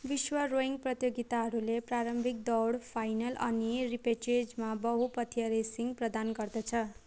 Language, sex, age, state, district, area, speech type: Nepali, female, 18-30, West Bengal, Darjeeling, rural, read